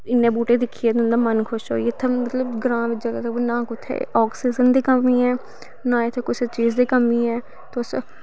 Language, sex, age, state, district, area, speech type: Dogri, female, 18-30, Jammu and Kashmir, Samba, rural, spontaneous